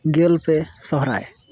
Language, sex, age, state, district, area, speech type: Santali, male, 18-30, West Bengal, Purulia, rural, spontaneous